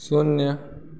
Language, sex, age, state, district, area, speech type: Hindi, male, 18-30, Uttar Pradesh, Bhadohi, urban, read